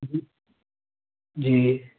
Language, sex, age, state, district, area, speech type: Urdu, male, 18-30, Delhi, Central Delhi, urban, conversation